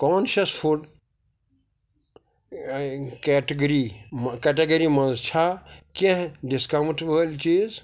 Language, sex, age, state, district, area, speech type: Kashmiri, male, 45-60, Jammu and Kashmir, Pulwama, rural, read